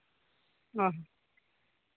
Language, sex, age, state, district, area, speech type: Santali, male, 18-30, Jharkhand, East Singhbhum, rural, conversation